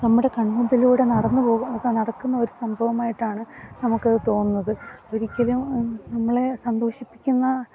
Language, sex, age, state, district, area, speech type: Malayalam, female, 30-45, Kerala, Kollam, rural, spontaneous